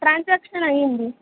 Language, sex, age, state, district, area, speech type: Telugu, female, 18-30, Andhra Pradesh, Sri Satya Sai, urban, conversation